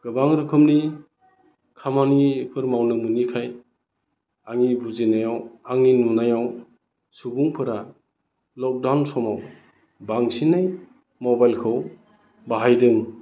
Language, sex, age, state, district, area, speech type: Bodo, male, 45-60, Assam, Chirang, urban, spontaneous